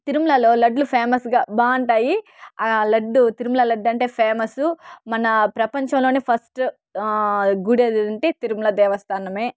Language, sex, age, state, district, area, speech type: Telugu, female, 18-30, Andhra Pradesh, Sri Balaji, rural, spontaneous